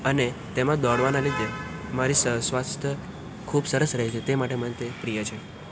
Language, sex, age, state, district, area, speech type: Gujarati, male, 18-30, Gujarat, Kheda, rural, spontaneous